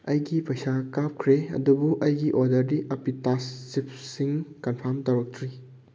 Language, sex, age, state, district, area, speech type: Manipuri, male, 18-30, Manipur, Thoubal, rural, read